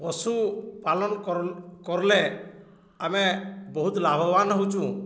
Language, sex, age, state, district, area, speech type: Odia, male, 60+, Odisha, Balangir, urban, spontaneous